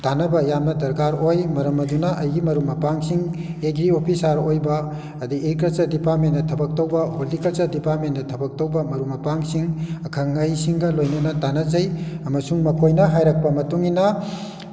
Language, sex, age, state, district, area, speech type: Manipuri, male, 60+, Manipur, Kakching, rural, spontaneous